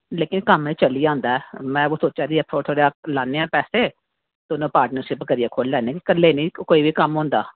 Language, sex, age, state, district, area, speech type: Dogri, female, 30-45, Jammu and Kashmir, Jammu, urban, conversation